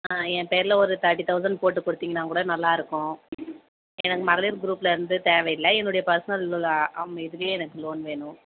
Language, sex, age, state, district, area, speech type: Tamil, female, 30-45, Tamil Nadu, Tirupattur, rural, conversation